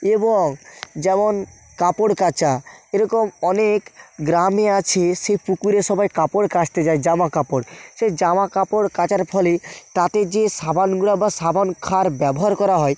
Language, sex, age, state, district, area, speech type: Bengali, male, 30-45, West Bengal, North 24 Parganas, rural, spontaneous